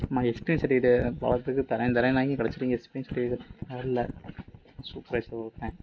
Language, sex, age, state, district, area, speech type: Tamil, male, 18-30, Tamil Nadu, Ariyalur, rural, spontaneous